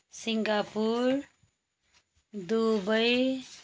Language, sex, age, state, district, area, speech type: Nepali, female, 30-45, West Bengal, Kalimpong, rural, spontaneous